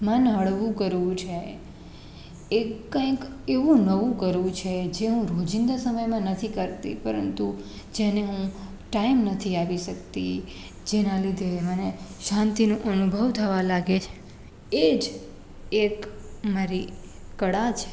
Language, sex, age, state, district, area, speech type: Gujarati, female, 30-45, Gujarat, Rajkot, urban, spontaneous